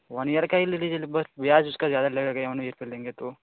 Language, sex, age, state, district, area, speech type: Hindi, male, 18-30, Uttar Pradesh, Varanasi, rural, conversation